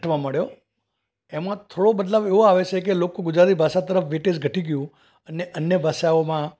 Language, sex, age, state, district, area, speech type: Gujarati, male, 60+, Gujarat, Ahmedabad, urban, spontaneous